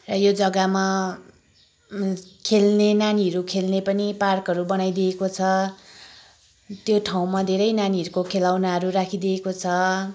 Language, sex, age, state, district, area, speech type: Nepali, female, 30-45, West Bengal, Kalimpong, rural, spontaneous